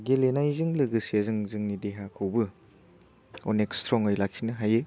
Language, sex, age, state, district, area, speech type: Bodo, male, 18-30, Assam, Baksa, rural, spontaneous